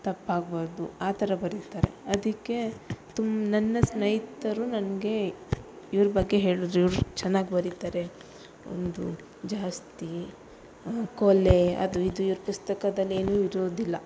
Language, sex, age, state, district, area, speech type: Kannada, female, 30-45, Karnataka, Udupi, rural, spontaneous